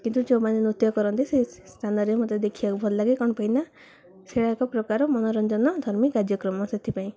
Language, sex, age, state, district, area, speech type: Odia, female, 18-30, Odisha, Koraput, urban, spontaneous